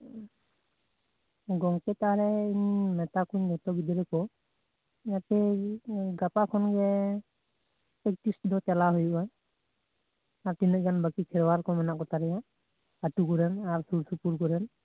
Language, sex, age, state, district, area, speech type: Santali, male, 18-30, West Bengal, Bankura, rural, conversation